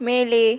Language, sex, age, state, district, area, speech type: Tamil, female, 30-45, Tamil Nadu, Viluppuram, rural, read